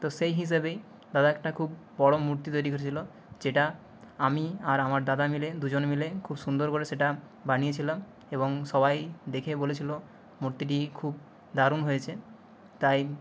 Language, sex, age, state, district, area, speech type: Bengali, male, 18-30, West Bengal, Nadia, rural, spontaneous